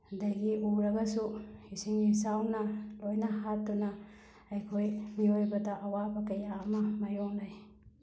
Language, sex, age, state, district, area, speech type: Manipuri, female, 30-45, Manipur, Bishnupur, rural, spontaneous